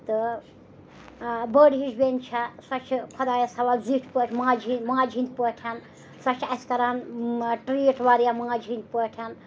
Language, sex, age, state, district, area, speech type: Kashmiri, female, 45-60, Jammu and Kashmir, Srinagar, urban, spontaneous